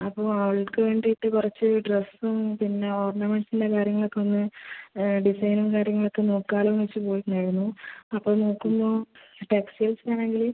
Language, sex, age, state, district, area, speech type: Malayalam, female, 30-45, Kerala, Kannur, rural, conversation